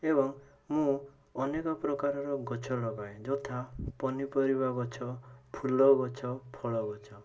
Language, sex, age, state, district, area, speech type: Odia, male, 18-30, Odisha, Bhadrak, rural, spontaneous